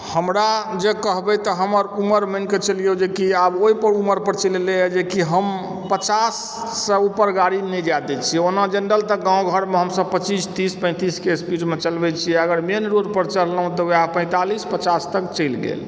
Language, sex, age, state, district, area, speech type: Maithili, male, 45-60, Bihar, Supaul, rural, spontaneous